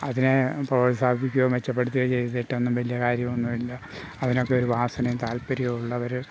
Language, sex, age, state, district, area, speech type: Malayalam, male, 60+, Kerala, Pathanamthitta, rural, spontaneous